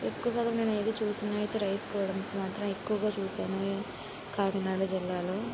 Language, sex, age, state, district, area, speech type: Telugu, female, 18-30, Andhra Pradesh, Kakinada, urban, spontaneous